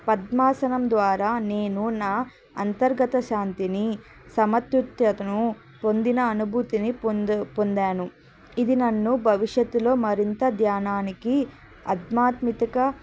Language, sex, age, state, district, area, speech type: Telugu, female, 18-30, Andhra Pradesh, Annamaya, rural, spontaneous